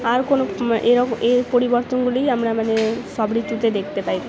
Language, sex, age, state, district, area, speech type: Bengali, female, 18-30, West Bengal, Purba Bardhaman, urban, spontaneous